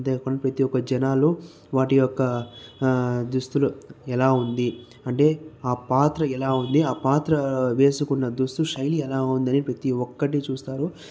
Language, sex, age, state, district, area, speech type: Telugu, male, 30-45, Andhra Pradesh, Chittoor, rural, spontaneous